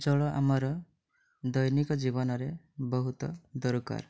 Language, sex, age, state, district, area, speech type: Odia, male, 18-30, Odisha, Mayurbhanj, rural, spontaneous